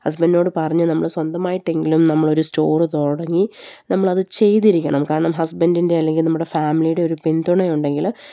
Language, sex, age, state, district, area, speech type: Malayalam, female, 30-45, Kerala, Palakkad, rural, spontaneous